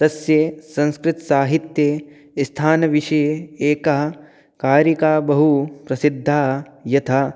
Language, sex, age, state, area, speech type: Sanskrit, male, 18-30, Rajasthan, rural, spontaneous